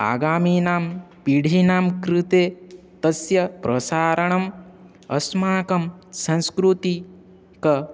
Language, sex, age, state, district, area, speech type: Sanskrit, male, 18-30, Odisha, Balangir, rural, spontaneous